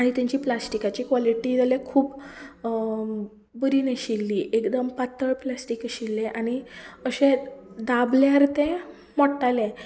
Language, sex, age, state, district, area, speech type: Goan Konkani, female, 18-30, Goa, Ponda, rural, spontaneous